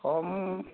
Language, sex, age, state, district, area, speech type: Assamese, male, 60+, Assam, Darrang, rural, conversation